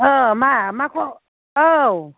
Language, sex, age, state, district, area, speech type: Bodo, female, 45-60, Assam, Chirang, rural, conversation